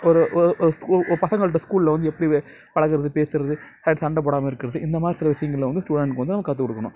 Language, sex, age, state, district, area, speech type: Tamil, male, 30-45, Tamil Nadu, Nagapattinam, rural, spontaneous